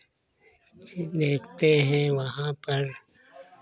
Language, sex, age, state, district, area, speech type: Hindi, male, 45-60, Uttar Pradesh, Lucknow, rural, spontaneous